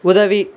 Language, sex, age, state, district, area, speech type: Tamil, male, 18-30, Tamil Nadu, Tiruvannamalai, rural, read